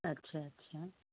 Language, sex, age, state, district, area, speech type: Sindhi, female, 30-45, Uttar Pradesh, Lucknow, urban, conversation